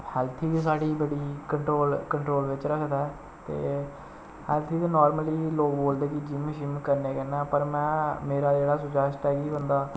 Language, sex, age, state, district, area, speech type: Dogri, male, 18-30, Jammu and Kashmir, Samba, rural, spontaneous